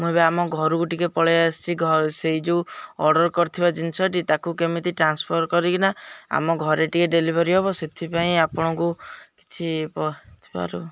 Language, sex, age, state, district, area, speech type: Odia, male, 18-30, Odisha, Jagatsinghpur, rural, spontaneous